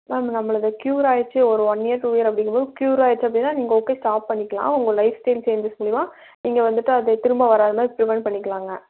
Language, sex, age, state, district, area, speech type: Tamil, female, 18-30, Tamil Nadu, Erode, rural, conversation